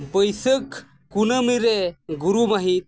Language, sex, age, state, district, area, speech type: Santali, male, 45-60, Jharkhand, East Singhbhum, rural, spontaneous